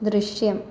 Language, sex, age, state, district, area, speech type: Malayalam, female, 45-60, Kerala, Kozhikode, urban, read